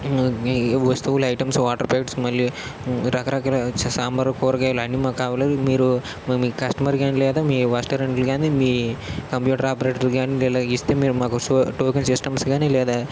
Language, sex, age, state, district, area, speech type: Telugu, male, 30-45, Andhra Pradesh, Srikakulam, urban, spontaneous